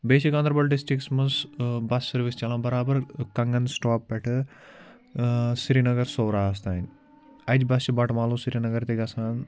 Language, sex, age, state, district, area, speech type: Kashmiri, male, 18-30, Jammu and Kashmir, Ganderbal, rural, spontaneous